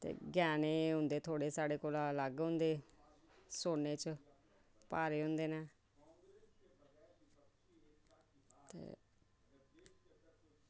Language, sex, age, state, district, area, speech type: Dogri, female, 30-45, Jammu and Kashmir, Samba, rural, spontaneous